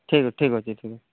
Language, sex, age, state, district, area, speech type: Odia, male, 30-45, Odisha, Koraput, urban, conversation